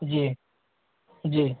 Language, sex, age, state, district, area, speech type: Hindi, male, 30-45, Uttar Pradesh, Hardoi, rural, conversation